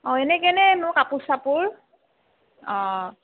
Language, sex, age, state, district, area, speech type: Assamese, female, 18-30, Assam, Nalbari, rural, conversation